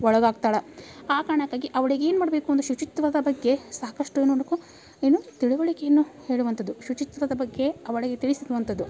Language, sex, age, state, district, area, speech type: Kannada, female, 30-45, Karnataka, Dharwad, rural, spontaneous